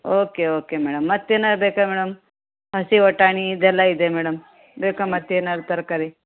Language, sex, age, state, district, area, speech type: Kannada, female, 30-45, Karnataka, Uttara Kannada, rural, conversation